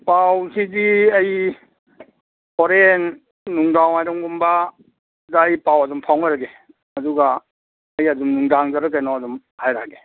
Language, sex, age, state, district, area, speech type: Manipuri, male, 60+, Manipur, Imphal East, rural, conversation